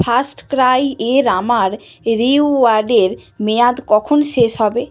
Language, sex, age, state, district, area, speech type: Bengali, female, 45-60, West Bengal, Purba Medinipur, rural, read